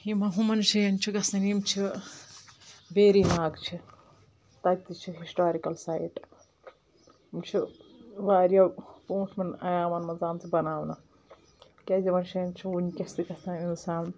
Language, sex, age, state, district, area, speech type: Kashmiri, female, 30-45, Jammu and Kashmir, Anantnag, rural, spontaneous